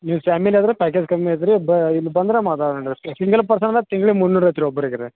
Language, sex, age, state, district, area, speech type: Kannada, male, 45-60, Karnataka, Belgaum, rural, conversation